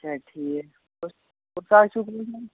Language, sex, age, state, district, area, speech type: Kashmiri, male, 18-30, Jammu and Kashmir, Shopian, rural, conversation